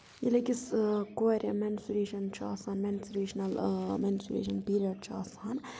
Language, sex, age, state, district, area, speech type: Kashmiri, female, 30-45, Jammu and Kashmir, Budgam, rural, spontaneous